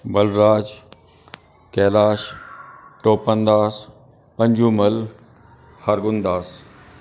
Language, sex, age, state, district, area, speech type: Sindhi, male, 60+, Delhi, South Delhi, urban, spontaneous